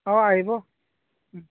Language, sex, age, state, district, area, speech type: Assamese, male, 30-45, Assam, Barpeta, rural, conversation